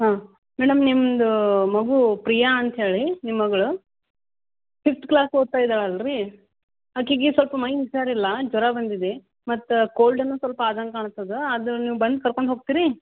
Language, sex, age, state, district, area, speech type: Kannada, female, 30-45, Karnataka, Gulbarga, urban, conversation